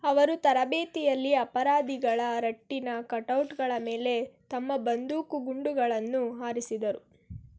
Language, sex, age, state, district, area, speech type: Kannada, female, 18-30, Karnataka, Tumkur, urban, read